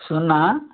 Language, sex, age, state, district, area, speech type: Telugu, male, 18-30, Andhra Pradesh, East Godavari, rural, conversation